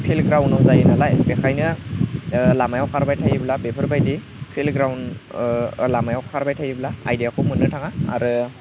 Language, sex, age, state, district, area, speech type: Bodo, male, 18-30, Assam, Udalguri, rural, spontaneous